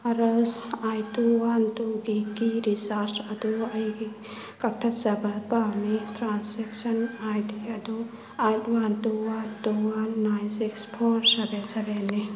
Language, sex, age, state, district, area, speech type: Manipuri, female, 45-60, Manipur, Churachandpur, rural, read